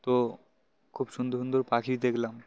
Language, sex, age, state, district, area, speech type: Bengali, male, 18-30, West Bengal, Uttar Dinajpur, urban, spontaneous